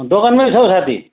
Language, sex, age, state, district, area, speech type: Nepali, male, 45-60, West Bengal, Kalimpong, rural, conversation